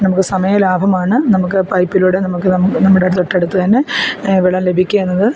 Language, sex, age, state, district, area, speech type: Malayalam, female, 30-45, Kerala, Alappuzha, rural, spontaneous